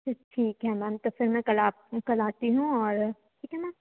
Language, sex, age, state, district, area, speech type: Hindi, female, 18-30, Madhya Pradesh, Betul, rural, conversation